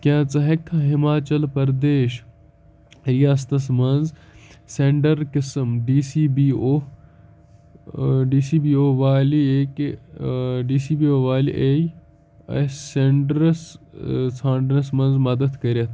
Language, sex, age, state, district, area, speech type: Kashmiri, male, 18-30, Jammu and Kashmir, Kupwara, rural, read